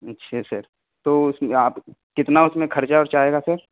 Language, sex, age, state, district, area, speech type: Urdu, male, 18-30, Uttar Pradesh, Saharanpur, urban, conversation